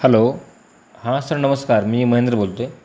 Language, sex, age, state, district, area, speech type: Marathi, male, 18-30, Maharashtra, Beed, rural, spontaneous